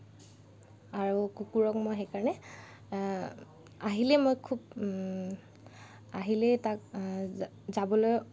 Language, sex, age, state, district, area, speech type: Assamese, female, 30-45, Assam, Lakhimpur, rural, spontaneous